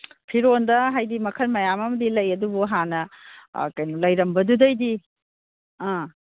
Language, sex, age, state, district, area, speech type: Manipuri, female, 60+, Manipur, Imphal East, rural, conversation